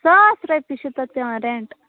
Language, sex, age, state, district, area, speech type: Kashmiri, female, 18-30, Jammu and Kashmir, Budgam, rural, conversation